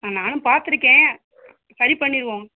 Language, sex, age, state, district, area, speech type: Tamil, female, 45-60, Tamil Nadu, Sivaganga, rural, conversation